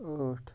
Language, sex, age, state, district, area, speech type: Kashmiri, male, 45-60, Jammu and Kashmir, Ganderbal, rural, read